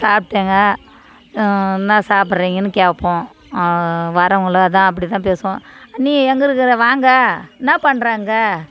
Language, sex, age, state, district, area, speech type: Tamil, female, 45-60, Tamil Nadu, Tiruvannamalai, rural, spontaneous